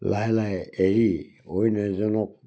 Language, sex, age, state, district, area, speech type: Assamese, male, 60+, Assam, Charaideo, rural, spontaneous